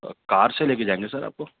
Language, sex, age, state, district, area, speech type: Urdu, male, 30-45, Delhi, Central Delhi, urban, conversation